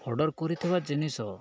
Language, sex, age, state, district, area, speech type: Odia, male, 18-30, Odisha, Koraput, urban, spontaneous